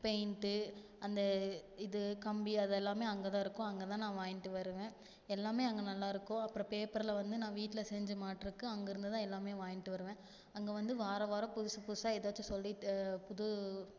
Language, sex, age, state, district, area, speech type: Tamil, female, 18-30, Tamil Nadu, Tiruppur, rural, spontaneous